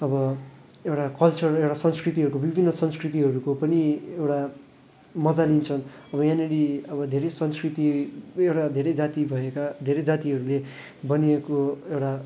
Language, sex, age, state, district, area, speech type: Nepali, male, 18-30, West Bengal, Darjeeling, rural, spontaneous